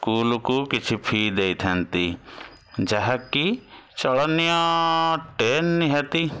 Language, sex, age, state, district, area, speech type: Odia, male, 60+, Odisha, Bhadrak, rural, spontaneous